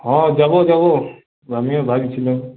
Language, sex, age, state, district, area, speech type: Bengali, male, 45-60, West Bengal, Purulia, urban, conversation